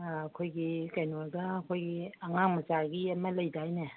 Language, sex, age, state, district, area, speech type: Manipuri, female, 60+, Manipur, Imphal East, rural, conversation